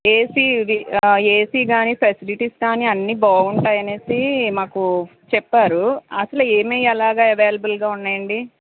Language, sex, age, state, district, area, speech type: Telugu, male, 18-30, Andhra Pradesh, Guntur, urban, conversation